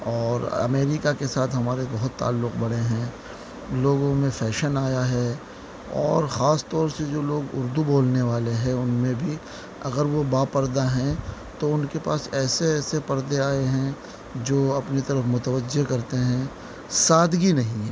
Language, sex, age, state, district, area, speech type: Urdu, male, 45-60, Delhi, South Delhi, urban, spontaneous